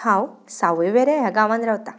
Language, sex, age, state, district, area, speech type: Goan Konkani, female, 30-45, Goa, Ponda, rural, spontaneous